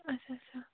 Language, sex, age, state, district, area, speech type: Kashmiri, female, 30-45, Jammu and Kashmir, Bandipora, rural, conversation